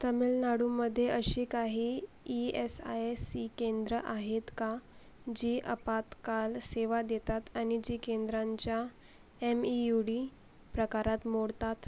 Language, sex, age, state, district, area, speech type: Marathi, female, 45-60, Maharashtra, Akola, rural, read